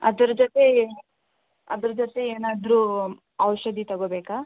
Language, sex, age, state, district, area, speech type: Kannada, female, 18-30, Karnataka, Tumkur, urban, conversation